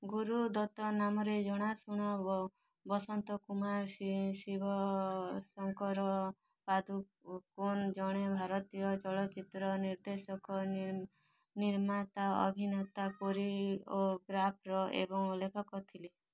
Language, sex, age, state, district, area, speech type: Odia, female, 30-45, Odisha, Kalahandi, rural, read